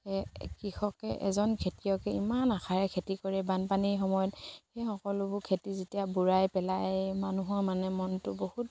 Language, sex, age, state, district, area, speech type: Assamese, female, 45-60, Assam, Dibrugarh, rural, spontaneous